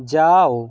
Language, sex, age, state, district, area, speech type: Bengali, male, 60+, West Bengal, Jhargram, rural, read